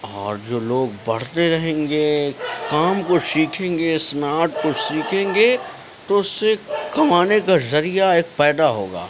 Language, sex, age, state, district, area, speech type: Urdu, male, 60+, Delhi, Central Delhi, urban, spontaneous